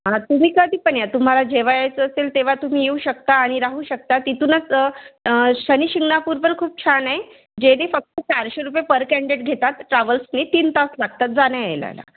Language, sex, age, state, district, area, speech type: Marathi, female, 30-45, Maharashtra, Thane, urban, conversation